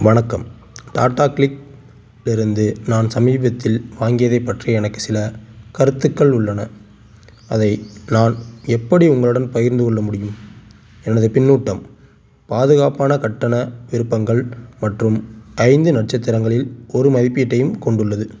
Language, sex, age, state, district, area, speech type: Tamil, male, 18-30, Tamil Nadu, Tiruchirappalli, rural, read